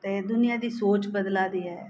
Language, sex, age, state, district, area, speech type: Dogri, female, 45-60, Jammu and Kashmir, Jammu, urban, spontaneous